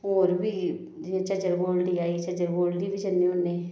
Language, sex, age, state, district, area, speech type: Dogri, female, 30-45, Jammu and Kashmir, Reasi, rural, spontaneous